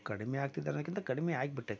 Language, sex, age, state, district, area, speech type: Kannada, male, 45-60, Karnataka, Koppal, rural, spontaneous